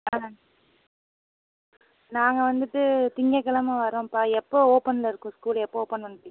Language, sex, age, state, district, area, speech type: Tamil, female, 45-60, Tamil Nadu, Pudukkottai, rural, conversation